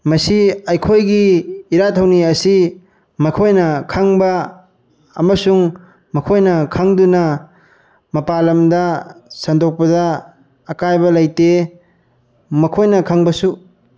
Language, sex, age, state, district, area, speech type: Manipuri, male, 18-30, Manipur, Bishnupur, rural, spontaneous